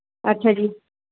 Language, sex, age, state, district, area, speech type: Punjabi, female, 45-60, Punjab, Mohali, urban, conversation